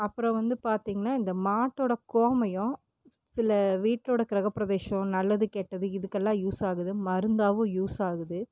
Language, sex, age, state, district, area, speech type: Tamil, female, 30-45, Tamil Nadu, Erode, rural, spontaneous